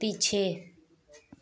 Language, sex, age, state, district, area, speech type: Hindi, female, 18-30, Uttar Pradesh, Azamgarh, rural, read